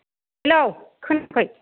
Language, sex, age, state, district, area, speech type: Bodo, female, 30-45, Assam, Kokrajhar, rural, conversation